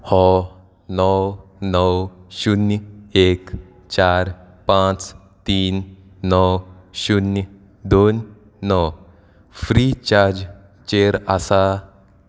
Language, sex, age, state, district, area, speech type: Goan Konkani, male, 18-30, Goa, Salcete, rural, read